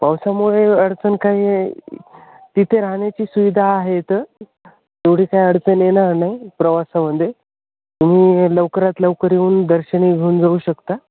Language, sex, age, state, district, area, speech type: Marathi, male, 30-45, Maharashtra, Hingoli, rural, conversation